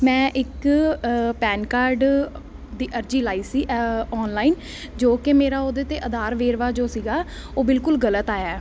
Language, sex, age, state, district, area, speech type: Punjabi, female, 18-30, Punjab, Ludhiana, urban, spontaneous